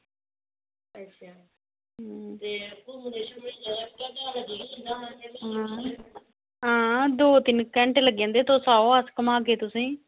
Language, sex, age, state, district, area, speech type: Dogri, female, 30-45, Jammu and Kashmir, Samba, rural, conversation